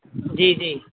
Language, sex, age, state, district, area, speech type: Urdu, male, 18-30, Bihar, Purnia, rural, conversation